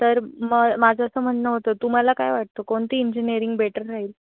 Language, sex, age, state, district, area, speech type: Marathi, female, 18-30, Maharashtra, Nashik, urban, conversation